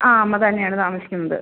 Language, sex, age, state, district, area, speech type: Malayalam, female, 45-60, Kerala, Ernakulam, urban, conversation